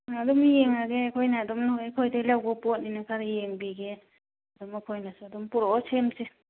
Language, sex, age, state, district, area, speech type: Manipuri, female, 45-60, Manipur, Churachandpur, urban, conversation